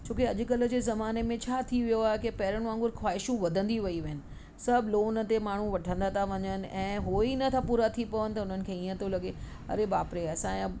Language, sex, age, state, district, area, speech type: Sindhi, female, 45-60, Maharashtra, Mumbai Suburban, urban, spontaneous